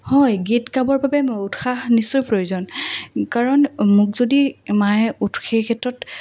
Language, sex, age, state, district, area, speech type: Assamese, female, 18-30, Assam, Lakhimpur, rural, spontaneous